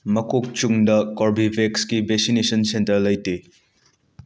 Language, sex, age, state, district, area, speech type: Manipuri, male, 18-30, Manipur, Imphal West, rural, read